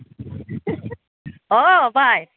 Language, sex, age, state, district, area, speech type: Bodo, female, 45-60, Assam, Udalguri, rural, conversation